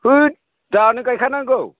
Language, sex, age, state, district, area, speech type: Bodo, male, 45-60, Assam, Chirang, rural, conversation